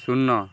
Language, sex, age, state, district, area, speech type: Odia, male, 18-30, Odisha, Kendrapara, urban, read